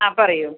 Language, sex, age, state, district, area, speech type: Malayalam, female, 45-60, Kerala, Malappuram, urban, conversation